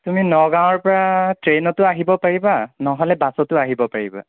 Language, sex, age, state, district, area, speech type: Assamese, male, 45-60, Assam, Nagaon, rural, conversation